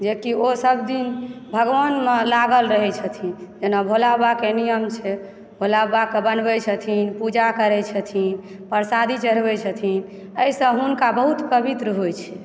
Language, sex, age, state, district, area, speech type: Maithili, female, 30-45, Bihar, Supaul, rural, spontaneous